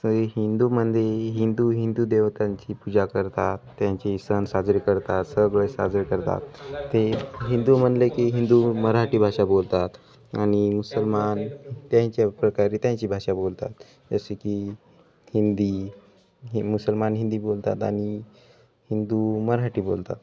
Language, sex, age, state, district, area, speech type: Marathi, male, 18-30, Maharashtra, Hingoli, urban, spontaneous